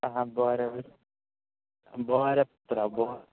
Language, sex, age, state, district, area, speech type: Goan Konkani, male, 18-30, Goa, Tiswadi, rural, conversation